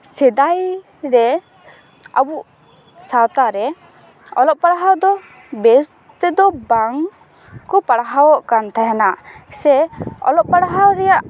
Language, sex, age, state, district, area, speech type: Santali, female, 18-30, West Bengal, Paschim Bardhaman, rural, spontaneous